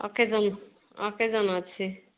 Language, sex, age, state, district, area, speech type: Odia, female, 30-45, Odisha, Kendujhar, urban, conversation